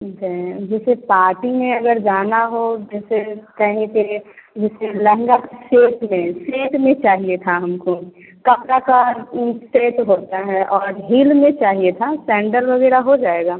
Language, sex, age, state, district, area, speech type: Hindi, female, 18-30, Bihar, Begusarai, rural, conversation